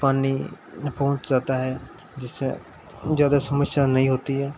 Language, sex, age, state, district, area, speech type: Hindi, male, 18-30, Rajasthan, Nagaur, rural, spontaneous